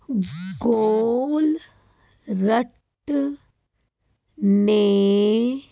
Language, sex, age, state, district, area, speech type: Punjabi, female, 30-45, Punjab, Fazilka, rural, read